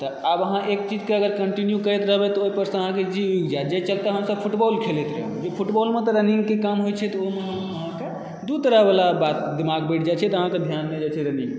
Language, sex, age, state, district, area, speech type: Maithili, male, 18-30, Bihar, Supaul, urban, spontaneous